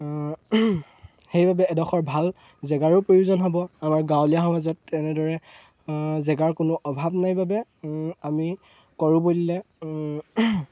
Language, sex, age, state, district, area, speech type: Assamese, male, 18-30, Assam, Golaghat, rural, spontaneous